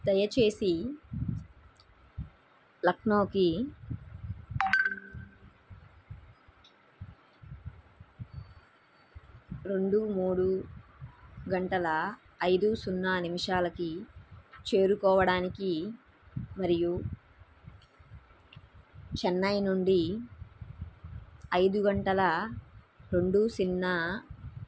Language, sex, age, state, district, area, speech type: Telugu, female, 30-45, Andhra Pradesh, N T Rama Rao, urban, read